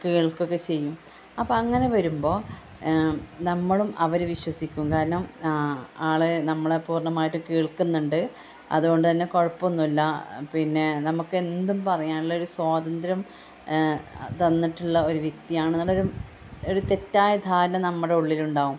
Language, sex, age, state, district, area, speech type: Malayalam, female, 30-45, Kerala, Malappuram, rural, spontaneous